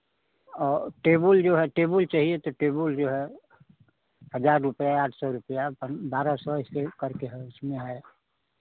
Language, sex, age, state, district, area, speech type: Hindi, male, 60+, Uttar Pradesh, Chandauli, rural, conversation